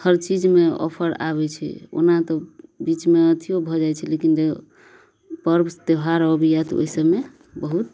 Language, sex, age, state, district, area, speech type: Maithili, female, 30-45, Bihar, Madhubani, rural, spontaneous